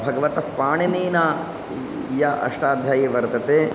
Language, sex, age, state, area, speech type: Sanskrit, male, 18-30, Madhya Pradesh, rural, spontaneous